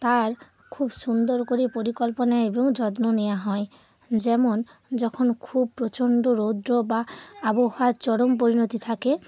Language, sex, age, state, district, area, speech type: Bengali, female, 30-45, West Bengal, Hooghly, urban, spontaneous